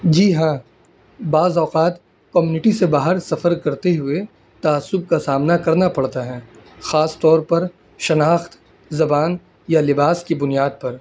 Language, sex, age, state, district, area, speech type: Urdu, male, 18-30, Delhi, North East Delhi, rural, spontaneous